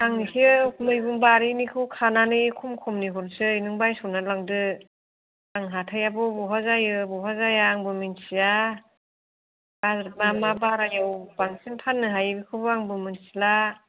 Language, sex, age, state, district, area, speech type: Bodo, female, 45-60, Assam, Kokrajhar, rural, conversation